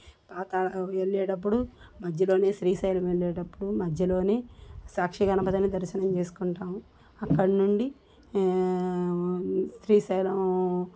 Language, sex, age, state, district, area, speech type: Telugu, female, 60+, Andhra Pradesh, Bapatla, urban, spontaneous